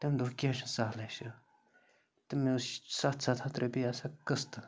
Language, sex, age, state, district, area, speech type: Kashmiri, male, 45-60, Jammu and Kashmir, Bandipora, rural, spontaneous